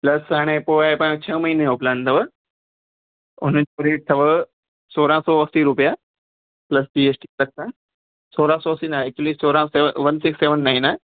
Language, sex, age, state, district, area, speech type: Sindhi, male, 30-45, Gujarat, Kutch, urban, conversation